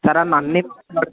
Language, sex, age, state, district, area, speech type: Telugu, male, 18-30, Telangana, Jayashankar, rural, conversation